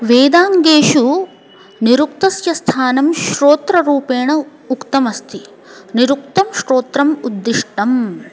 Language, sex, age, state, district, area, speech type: Sanskrit, female, 30-45, Telangana, Hyderabad, urban, spontaneous